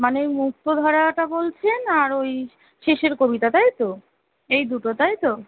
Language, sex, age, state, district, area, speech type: Bengali, female, 18-30, West Bengal, Kolkata, urban, conversation